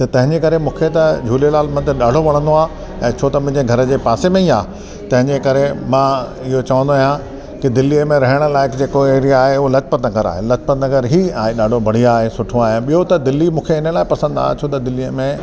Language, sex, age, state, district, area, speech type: Sindhi, male, 60+, Delhi, South Delhi, urban, spontaneous